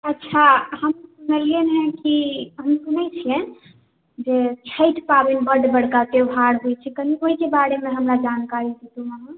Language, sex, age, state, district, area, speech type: Maithili, female, 18-30, Bihar, Sitamarhi, urban, conversation